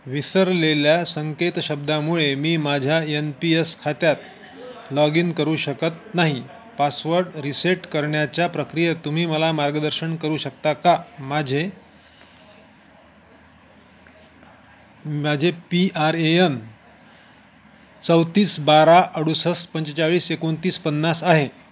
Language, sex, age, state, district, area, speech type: Marathi, male, 45-60, Maharashtra, Wardha, urban, read